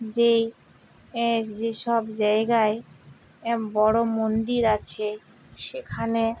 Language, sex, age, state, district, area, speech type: Bengali, female, 60+, West Bengal, Purba Medinipur, rural, spontaneous